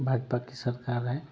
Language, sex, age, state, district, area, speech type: Hindi, male, 30-45, Uttar Pradesh, Ghazipur, rural, spontaneous